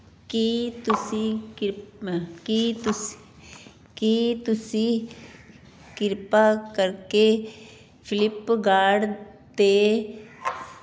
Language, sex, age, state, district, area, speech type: Punjabi, female, 60+, Punjab, Fazilka, rural, read